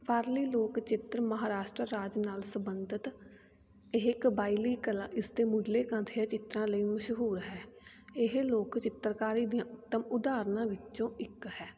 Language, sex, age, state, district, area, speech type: Punjabi, female, 18-30, Punjab, Fatehgarh Sahib, rural, spontaneous